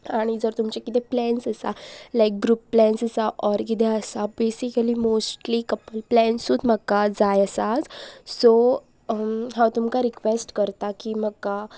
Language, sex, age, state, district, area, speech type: Goan Konkani, female, 18-30, Goa, Pernem, rural, spontaneous